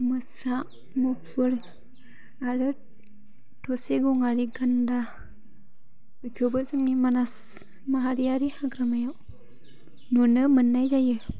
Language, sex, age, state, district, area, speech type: Bodo, female, 18-30, Assam, Baksa, rural, spontaneous